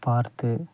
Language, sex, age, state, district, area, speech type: Tamil, male, 30-45, Tamil Nadu, Thanjavur, rural, spontaneous